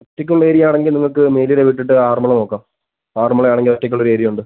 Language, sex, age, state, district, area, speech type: Malayalam, male, 18-30, Kerala, Pathanamthitta, rural, conversation